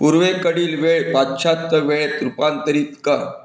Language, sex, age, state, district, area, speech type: Marathi, male, 45-60, Maharashtra, Wardha, urban, read